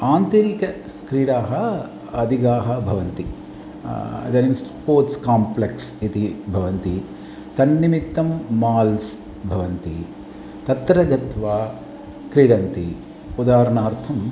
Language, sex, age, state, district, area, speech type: Sanskrit, male, 45-60, Tamil Nadu, Chennai, urban, spontaneous